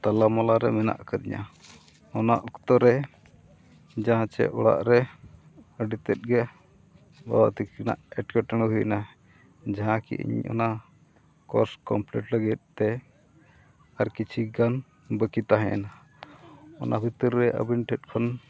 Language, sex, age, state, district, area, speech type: Santali, male, 45-60, Odisha, Mayurbhanj, rural, spontaneous